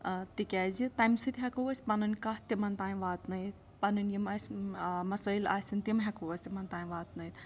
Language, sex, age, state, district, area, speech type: Kashmiri, female, 30-45, Jammu and Kashmir, Srinagar, rural, spontaneous